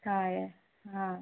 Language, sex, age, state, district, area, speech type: Kannada, female, 18-30, Karnataka, Davanagere, rural, conversation